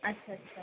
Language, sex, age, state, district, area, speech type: Bengali, female, 30-45, West Bengal, Kolkata, urban, conversation